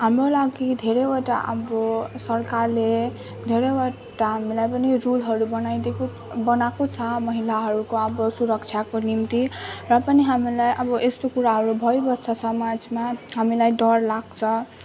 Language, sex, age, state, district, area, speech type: Nepali, female, 18-30, West Bengal, Darjeeling, rural, spontaneous